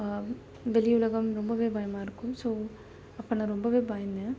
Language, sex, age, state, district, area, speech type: Tamil, female, 18-30, Tamil Nadu, Chennai, urban, spontaneous